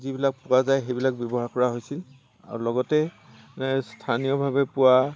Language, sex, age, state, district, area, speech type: Assamese, male, 60+, Assam, Tinsukia, rural, spontaneous